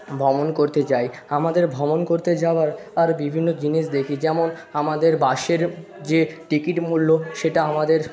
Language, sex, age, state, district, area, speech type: Bengali, male, 45-60, West Bengal, Jhargram, rural, spontaneous